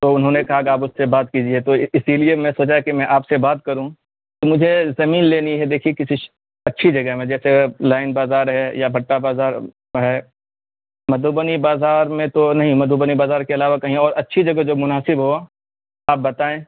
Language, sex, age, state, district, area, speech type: Urdu, male, 18-30, Bihar, Purnia, rural, conversation